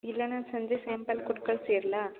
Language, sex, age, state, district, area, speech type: Kannada, female, 18-30, Karnataka, Mandya, rural, conversation